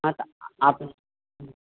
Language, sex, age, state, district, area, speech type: Maithili, male, 30-45, Bihar, Purnia, urban, conversation